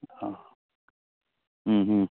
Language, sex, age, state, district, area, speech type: Malayalam, male, 45-60, Kerala, Idukki, rural, conversation